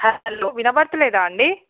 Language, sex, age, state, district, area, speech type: Telugu, female, 45-60, Andhra Pradesh, Srikakulam, urban, conversation